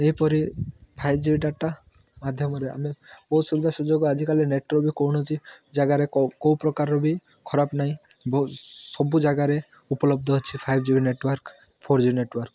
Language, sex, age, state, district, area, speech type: Odia, male, 18-30, Odisha, Rayagada, urban, spontaneous